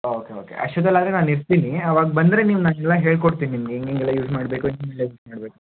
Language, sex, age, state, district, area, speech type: Kannada, male, 18-30, Karnataka, Shimoga, urban, conversation